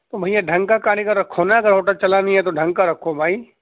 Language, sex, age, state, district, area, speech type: Urdu, male, 30-45, Uttar Pradesh, Gautam Buddha Nagar, urban, conversation